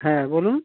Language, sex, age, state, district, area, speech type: Bengali, male, 45-60, West Bengal, Howrah, urban, conversation